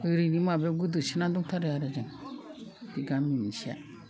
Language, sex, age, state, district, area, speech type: Bodo, female, 60+, Assam, Udalguri, rural, spontaneous